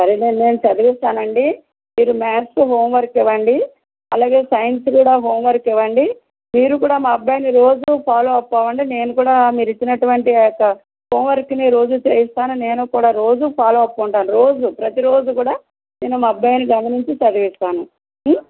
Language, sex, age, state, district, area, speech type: Telugu, female, 60+, Andhra Pradesh, West Godavari, rural, conversation